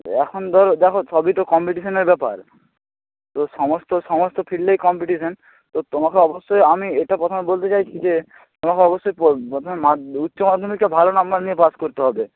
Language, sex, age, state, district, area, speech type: Bengali, male, 18-30, West Bengal, Jalpaiguri, rural, conversation